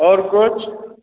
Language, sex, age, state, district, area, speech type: Hindi, male, 30-45, Bihar, Begusarai, rural, conversation